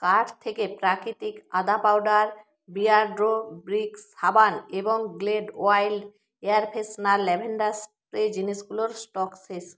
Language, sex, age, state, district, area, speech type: Bengali, female, 30-45, West Bengal, Jalpaiguri, rural, read